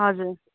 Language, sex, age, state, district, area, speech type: Nepali, female, 30-45, West Bengal, Darjeeling, rural, conversation